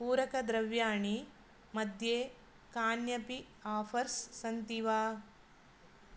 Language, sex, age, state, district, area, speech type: Sanskrit, female, 45-60, Karnataka, Dakshina Kannada, rural, read